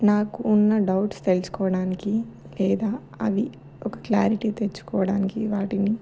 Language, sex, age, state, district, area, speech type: Telugu, female, 18-30, Telangana, Adilabad, urban, spontaneous